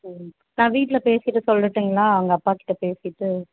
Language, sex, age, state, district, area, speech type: Tamil, female, 18-30, Tamil Nadu, Tirupattur, rural, conversation